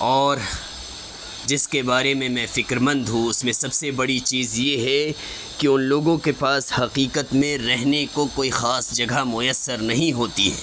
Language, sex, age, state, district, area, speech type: Urdu, male, 18-30, Delhi, Central Delhi, urban, spontaneous